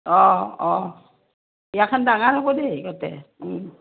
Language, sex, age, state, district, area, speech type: Assamese, female, 45-60, Assam, Udalguri, rural, conversation